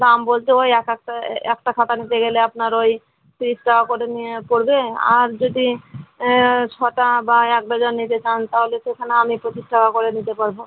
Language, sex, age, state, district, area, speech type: Bengali, female, 30-45, West Bengal, Murshidabad, rural, conversation